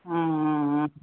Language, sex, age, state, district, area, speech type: Tamil, female, 30-45, Tamil Nadu, Dharmapuri, rural, conversation